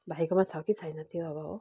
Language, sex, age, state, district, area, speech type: Nepali, female, 60+, West Bengal, Kalimpong, rural, spontaneous